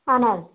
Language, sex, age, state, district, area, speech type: Kashmiri, female, 18-30, Jammu and Kashmir, Kulgam, rural, conversation